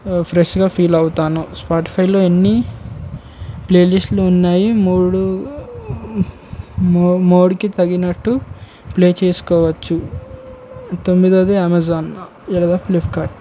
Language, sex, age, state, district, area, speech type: Telugu, male, 18-30, Telangana, Komaram Bheem, urban, spontaneous